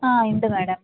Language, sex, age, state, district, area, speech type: Malayalam, female, 18-30, Kerala, Idukki, rural, conversation